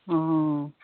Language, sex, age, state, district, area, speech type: Assamese, female, 60+, Assam, Dibrugarh, rural, conversation